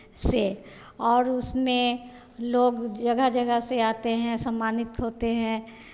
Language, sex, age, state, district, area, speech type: Hindi, female, 45-60, Bihar, Vaishali, urban, spontaneous